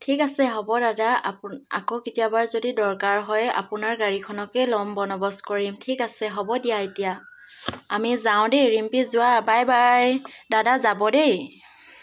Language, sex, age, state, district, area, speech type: Assamese, female, 18-30, Assam, Dibrugarh, rural, spontaneous